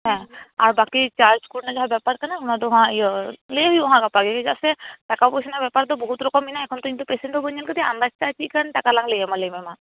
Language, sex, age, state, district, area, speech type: Santali, female, 18-30, West Bengal, Paschim Bardhaman, rural, conversation